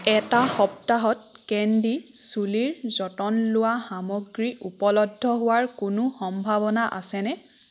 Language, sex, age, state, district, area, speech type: Assamese, female, 18-30, Assam, Charaideo, rural, read